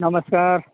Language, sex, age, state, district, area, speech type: Nepali, male, 45-60, West Bengal, Kalimpong, rural, conversation